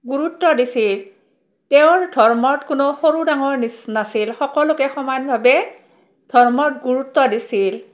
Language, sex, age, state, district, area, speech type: Assamese, female, 45-60, Assam, Barpeta, rural, spontaneous